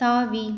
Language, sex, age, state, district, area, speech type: Tamil, female, 18-30, Tamil Nadu, Tiruchirappalli, urban, read